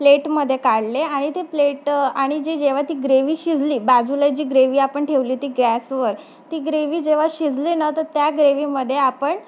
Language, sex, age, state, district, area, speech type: Marathi, female, 18-30, Maharashtra, Wardha, rural, spontaneous